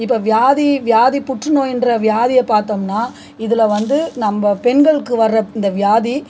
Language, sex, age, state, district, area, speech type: Tamil, female, 45-60, Tamil Nadu, Cuddalore, rural, spontaneous